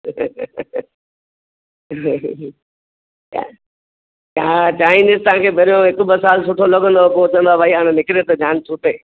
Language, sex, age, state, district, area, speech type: Sindhi, male, 60+, Gujarat, Kutch, rural, conversation